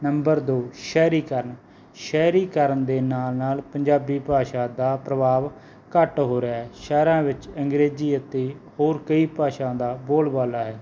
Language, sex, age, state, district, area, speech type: Punjabi, male, 30-45, Punjab, Barnala, rural, spontaneous